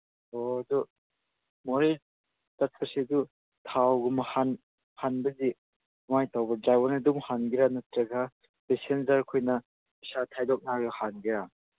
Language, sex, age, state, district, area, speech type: Manipuri, male, 18-30, Manipur, Chandel, rural, conversation